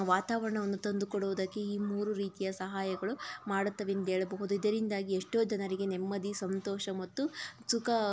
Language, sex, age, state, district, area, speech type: Kannada, female, 45-60, Karnataka, Tumkur, rural, spontaneous